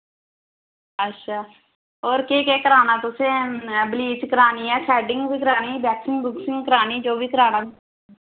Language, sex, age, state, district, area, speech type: Dogri, female, 30-45, Jammu and Kashmir, Reasi, rural, conversation